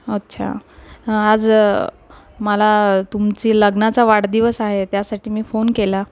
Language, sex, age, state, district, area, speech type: Marathi, female, 30-45, Maharashtra, Nanded, urban, spontaneous